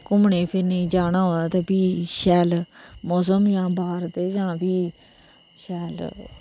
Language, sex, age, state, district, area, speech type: Dogri, female, 30-45, Jammu and Kashmir, Reasi, rural, spontaneous